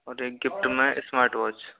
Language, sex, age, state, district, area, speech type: Hindi, male, 45-60, Rajasthan, Karauli, rural, conversation